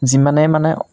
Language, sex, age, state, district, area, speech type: Assamese, male, 30-45, Assam, Majuli, urban, spontaneous